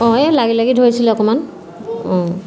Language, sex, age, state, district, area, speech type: Assamese, female, 45-60, Assam, Sivasagar, urban, spontaneous